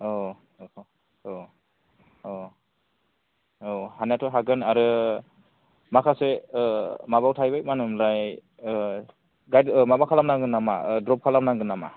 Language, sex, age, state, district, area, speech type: Bodo, male, 18-30, Assam, Kokrajhar, rural, conversation